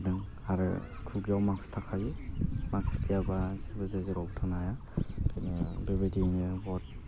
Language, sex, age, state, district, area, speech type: Bodo, male, 18-30, Assam, Udalguri, urban, spontaneous